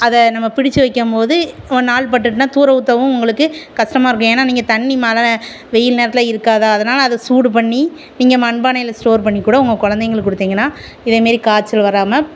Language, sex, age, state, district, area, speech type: Tamil, female, 30-45, Tamil Nadu, Thoothukudi, urban, spontaneous